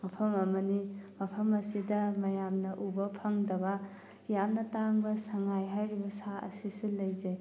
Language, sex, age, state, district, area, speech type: Manipuri, female, 18-30, Manipur, Thoubal, rural, spontaneous